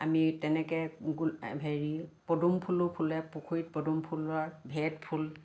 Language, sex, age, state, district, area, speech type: Assamese, female, 60+, Assam, Lakhimpur, urban, spontaneous